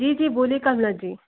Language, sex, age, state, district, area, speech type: Hindi, female, 60+, Madhya Pradesh, Bhopal, urban, conversation